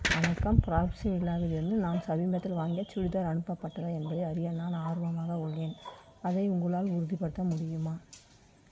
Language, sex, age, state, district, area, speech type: Tamil, female, 60+, Tamil Nadu, Krishnagiri, rural, read